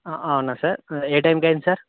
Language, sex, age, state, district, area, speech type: Telugu, male, 18-30, Telangana, Karimnagar, rural, conversation